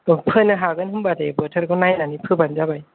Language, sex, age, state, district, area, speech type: Bodo, male, 18-30, Assam, Kokrajhar, rural, conversation